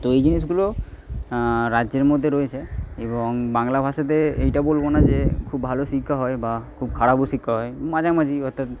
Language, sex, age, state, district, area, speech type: Bengali, male, 18-30, West Bengal, Purba Bardhaman, rural, spontaneous